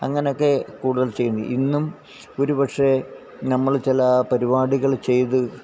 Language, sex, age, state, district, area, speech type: Malayalam, male, 45-60, Kerala, Alappuzha, rural, spontaneous